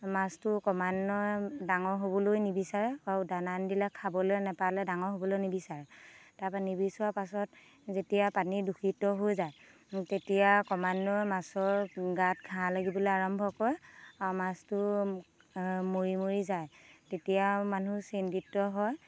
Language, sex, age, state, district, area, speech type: Assamese, female, 30-45, Assam, Dhemaji, rural, spontaneous